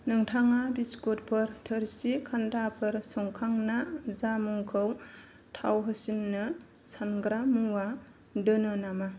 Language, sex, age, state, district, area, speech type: Bodo, female, 30-45, Assam, Kokrajhar, rural, read